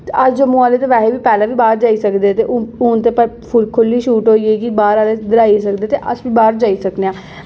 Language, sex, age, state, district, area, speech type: Dogri, female, 18-30, Jammu and Kashmir, Jammu, urban, spontaneous